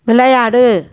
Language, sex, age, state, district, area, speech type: Tamil, female, 60+, Tamil Nadu, Madurai, urban, read